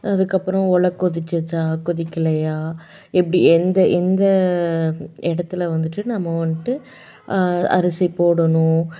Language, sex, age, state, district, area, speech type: Tamil, female, 18-30, Tamil Nadu, Salem, urban, spontaneous